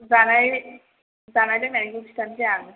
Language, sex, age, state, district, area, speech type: Bodo, female, 18-30, Assam, Chirang, urban, conversation